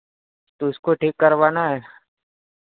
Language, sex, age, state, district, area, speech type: Hindi, male, 30-45, Madhya Pradesh, Harda, urban, conversation